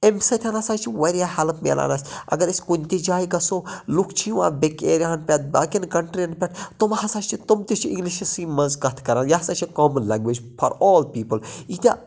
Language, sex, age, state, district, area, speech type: Kashmiri, male, 30-45, Jammu and Kashmir, Budgam, rural, spontaneous